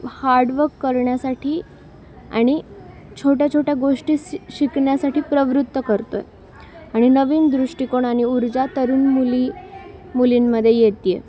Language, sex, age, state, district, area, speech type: Marathi, female, 18-30, Maharashtra, Nanded, rural, spontaneous